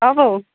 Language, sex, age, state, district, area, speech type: Assamese, female, 18-30, Assam, Goalpara, rural, conversation